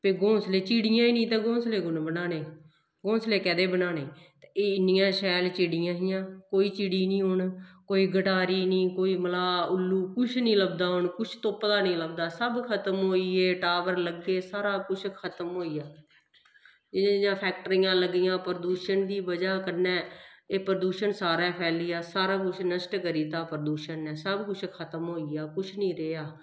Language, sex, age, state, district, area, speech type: Dogri, female, 30-45, Jammu and Kashmir, Kathua, rural, spontaneous